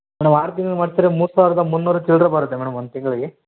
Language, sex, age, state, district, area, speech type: Kannada, male, 30-45, Karnataka, Vijayanagara, rural, conversation